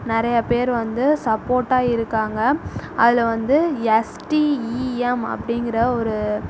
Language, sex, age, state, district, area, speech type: Tamil, female, 45-60, Tamil Nadu, Tiruvarur, rural, spontaneous